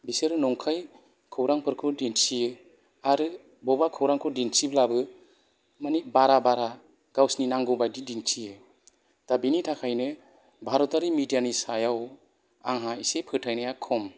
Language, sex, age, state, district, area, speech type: Bodo, male, 45-60, Assam, Kokrajhar, urban, spontaneous